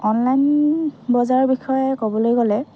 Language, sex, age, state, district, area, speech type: Assamese, female, 45-60, Assam, Dhemaji, rural, spontaneous